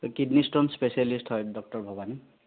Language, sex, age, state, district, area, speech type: Assamese, male, 30-45, Assam, Sonitpur, rural, conversation